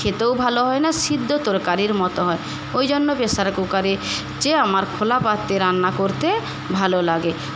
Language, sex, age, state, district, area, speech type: Bengali, female, 45-60, West Bengal, Paschim Medinipur, rural, spontaneous